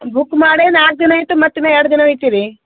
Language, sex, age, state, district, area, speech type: Kannada, female, 30-45, Karnataka, Gulbarga, urban, conversation